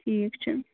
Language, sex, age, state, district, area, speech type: Kashmiri, female, 18-30, Jammu and Kashmir, Bandipora, rural, conversation